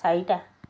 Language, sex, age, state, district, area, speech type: Assamese, female, 60+, Assam, Lakhimpur, urban, read